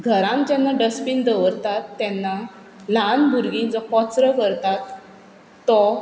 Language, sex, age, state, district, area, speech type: Goan Konkani, female, 30-45, Goa, Quepem, rural, spontaneous